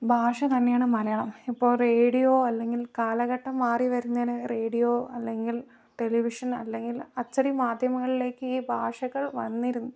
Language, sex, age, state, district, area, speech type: Malayalam, female, 18-30, Kerala, Wayanad, rural, spontaneous